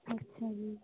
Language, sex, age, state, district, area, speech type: Punjabi, female, 30-45, Punjab, Hoshiarpur, rural, conversation